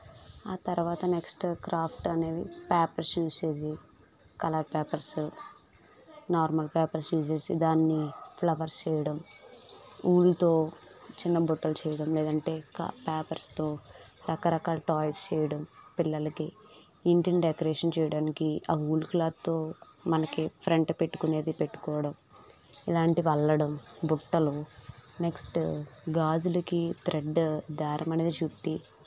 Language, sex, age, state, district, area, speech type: Telugu, female, 18-30, Andhra Pradesh, N T Rama Rao, rural, spontaneous